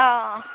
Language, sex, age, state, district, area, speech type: Assamese, female, 18-30, Assam, Lakhimpur, rural, conversation